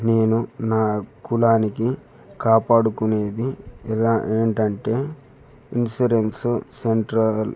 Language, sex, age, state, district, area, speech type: Telugu, male, 18-30, Telangana, Peddapalli, rural, spontaneous